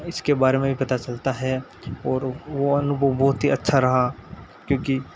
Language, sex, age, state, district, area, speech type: Hindi, male, 18-30, Rajasthan, Nagaur, rural, spontaneous